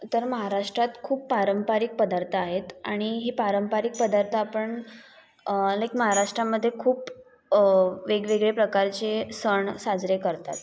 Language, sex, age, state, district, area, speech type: Marathi, female, 18-30, Maharashtra, Mumbai Suburban, urban, spontaneous